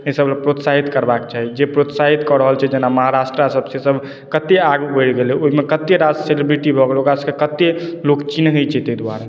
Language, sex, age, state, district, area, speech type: Maithili, male, 30-45, Bihar, Madhubani, urban, spontaneous